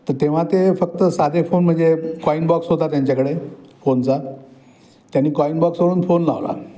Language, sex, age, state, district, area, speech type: Marathi, male, 60+, Maharashtra, Pune, urban, spontaneous